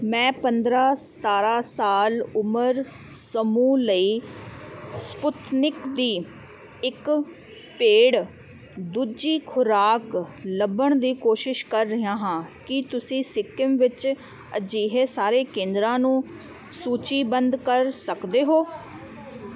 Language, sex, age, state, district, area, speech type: Punjabi, female, 30-45, Punjab, Kapurthala, urban, read